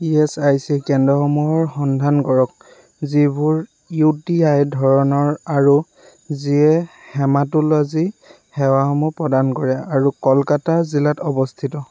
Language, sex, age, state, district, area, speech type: Assamese, male, 18-30, Assam, Lakhimpur, rural, read